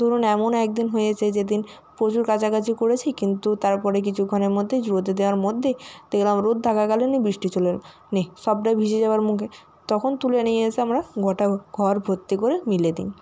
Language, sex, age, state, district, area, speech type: Bengali, female, 30-45, West Bengal, Nadia, urban, spontaneous